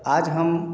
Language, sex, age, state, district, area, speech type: Hindi, male, 45-60, Bihar, Samastipur, urban, spontaneous